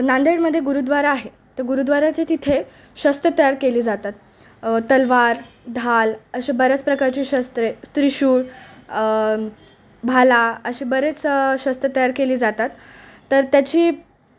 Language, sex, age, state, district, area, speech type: Marathi, female, 18-30, Maharashtra, Nanded, rural, spontaneous